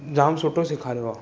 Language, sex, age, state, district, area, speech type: Sindhi, male, 18-30, Maharashtra, Thane, urban, spontaneous